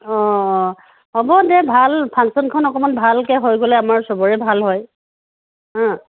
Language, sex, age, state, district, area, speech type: Assamese, female, 45-60, Assam, Sivasagar, rural, conversation